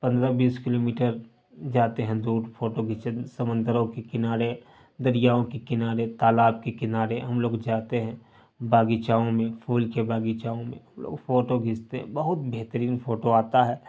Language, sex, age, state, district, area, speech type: Urdu, male, 30-45, Bihar, Darbhanga, urban, spontaneous